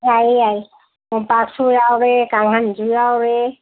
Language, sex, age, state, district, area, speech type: Manipuri, female, 60+, Manipur, Kangpokpi, urban, conversation